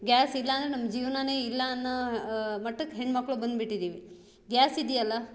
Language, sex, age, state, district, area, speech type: Kannada, female, 30-45, Karnataka, Shimoga, rural, spontaneous